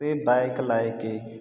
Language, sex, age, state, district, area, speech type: Punjabi, male, 30-45, Punjab, Sangrur, rural, spontaneous